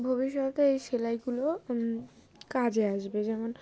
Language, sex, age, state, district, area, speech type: Bengali, female, 18-30, West Bengal, Darjeeling, urban, spontaneous